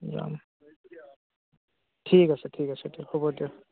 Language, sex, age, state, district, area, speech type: Assamese, male, 30-45, Assam, Goalpara, urban, conversation